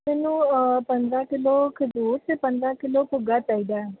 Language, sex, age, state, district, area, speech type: Punjabi, female, 18-30, Punjab, Ludhiana, rural, conversation